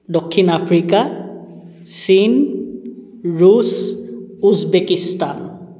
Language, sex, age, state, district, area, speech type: Assamese, male, 18-30, Assam, Charaideo, urban, spontaneous